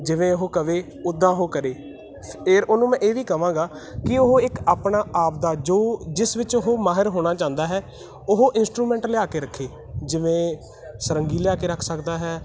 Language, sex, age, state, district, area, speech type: Punjabi, male, 18-30, Punjab, Muktsar, urban, spontaneous